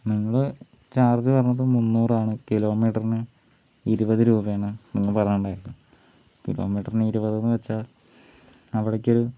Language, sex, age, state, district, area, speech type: Malayalam, male, 45-60, Kerala, Palakkad, urban, spontaneous